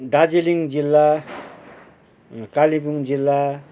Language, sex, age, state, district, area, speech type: Nepali, male, 60+, West Bengal, Kalimpong, rural, spontaneous